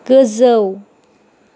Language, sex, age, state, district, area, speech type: Bodo, female, 18-30, Assam, Chirang, rural, read